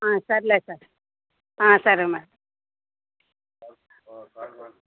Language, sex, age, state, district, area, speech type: Telugu, female, 45-60, Andhra Pradesh, Bapatla, urban, conversation